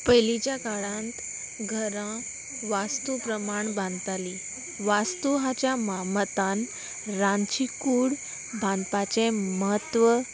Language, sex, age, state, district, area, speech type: Goan Konkani, female, 18-30, Goa, Salcete, rural, spontaneous